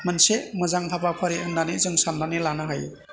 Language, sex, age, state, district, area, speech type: Bodo, male, 60+, Assam, Chirang, rural, spontaneous